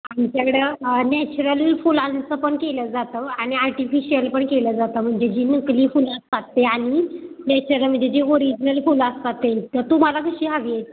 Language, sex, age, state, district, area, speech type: Marathi, female, 18-30, Maharashtra, Satara, urban, conversation